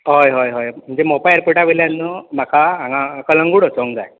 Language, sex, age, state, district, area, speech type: Goan Konkani, male, 18-30, Goa, Bardez, rural, conversation